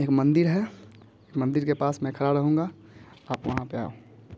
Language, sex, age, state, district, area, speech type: Hindi, male, 18-30, Bihar, Muzaffarpur, rural, spontaneous